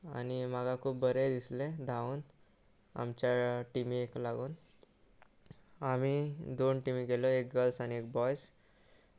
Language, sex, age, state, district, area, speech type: Goan Konkani, male, 18-30, Goa, Salcete, rural, spontaneous